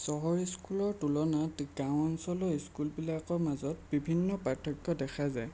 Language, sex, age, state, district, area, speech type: Assamese, male, 30-45, Assam, Lakhimpur, rural, spontaneous